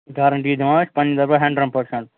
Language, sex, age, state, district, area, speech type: Kashmiri, male, 30-45, Jammu and Kashmir, Ganderbal, rural, conversation